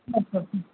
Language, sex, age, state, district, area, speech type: Bengali, male, 45-60, West Bengal, Hooghly, rural, conversation